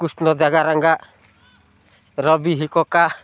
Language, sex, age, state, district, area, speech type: Odia, male, 45-60, Odisha, Rayagada, rural, spontaneous